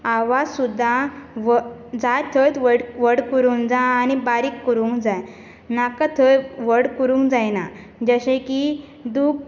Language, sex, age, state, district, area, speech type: Goan Konkani, female, 18-30, Goa, Bardez, urban, spontaneous